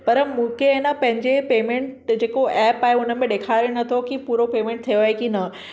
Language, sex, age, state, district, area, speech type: Sindhi, female, 30-45, Maharashtra, Mumbai Suburban, urban, spontaneous